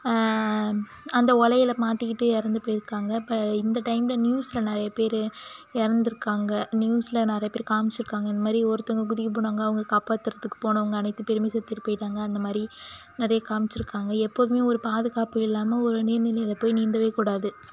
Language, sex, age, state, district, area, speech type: Tamil, female, 45-60, Tamil Nadu, Cuddalore, rural, spontaneous